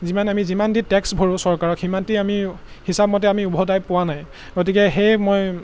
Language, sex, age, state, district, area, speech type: Assamese, male, 18-30, Assam, Golaghat, urban, spontaneous